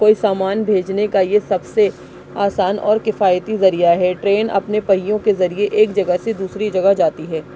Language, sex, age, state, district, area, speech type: Urdu, female, 30-45, Delhi, Central Delhi, urban, spontaneous